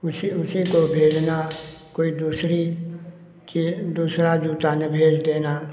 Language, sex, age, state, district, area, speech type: Hindi, male, 60+, Uttar Pradesh, Lucknow, rural, spontaneous